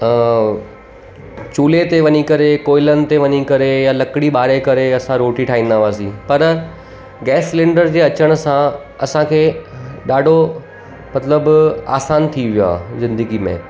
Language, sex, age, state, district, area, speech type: Sindhi, male, 30-45, Gujarat, Surat, urban, spontaneous